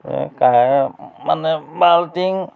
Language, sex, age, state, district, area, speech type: Assamese, male, 45-60, Assam, Biswanath, rural, spontaneous